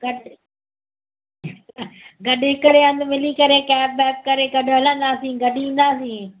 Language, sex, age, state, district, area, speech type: Sindhi, female, 45-60, Maharashtra, Mumbai Suburban, urban, conversation